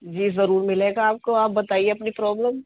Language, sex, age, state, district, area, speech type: Urdu, female, 30-45, Uttar Pradesh, Muzaffarnagar, urban, conversation